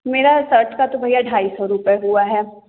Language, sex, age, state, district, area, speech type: Hindi, female, 18-30, Uttar Pradesh, Jaunpur, rural, conversation